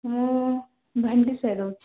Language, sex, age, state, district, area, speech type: Odia, female, 18-30, Odisha, Koraput, urban, conversation